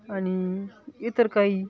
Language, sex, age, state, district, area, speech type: Marathi, male, 18-30, Maharashtra, Hingoli, urban, spontaneous